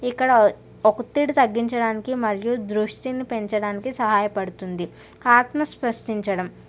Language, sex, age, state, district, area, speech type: Telugu, female, 60+, Andhra Pradesh, N T Rama Rao, urban, spontaneous